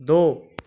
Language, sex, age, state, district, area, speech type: Dogri, male, 30-45, Jammu and Kashmir, Reasi, rural, read